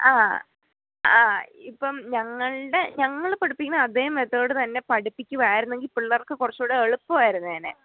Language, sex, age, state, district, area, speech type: Malayalam, male, 45-60, Kerala, Pathanamthitta, rural, conversation